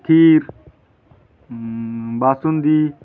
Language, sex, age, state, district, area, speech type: Marathi, male, 30-45, Maharashtra, Hingoli, urban, spontaneous